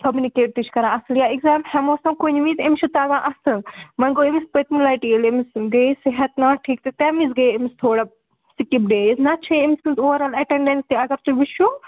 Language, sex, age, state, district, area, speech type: Kashmiri, female, 18-30, Jammu and Kashmir, Srinagar, urban, conversation